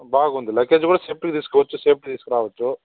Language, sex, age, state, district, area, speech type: Telugu, male, 30-45, Andhra Pradesh, Chittoor, rural, conversation